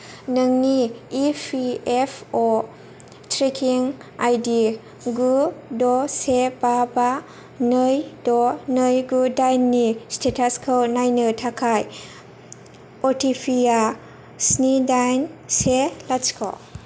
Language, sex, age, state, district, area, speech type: Bodo, female, 18-30, Assam, Kokrajhar, urban, read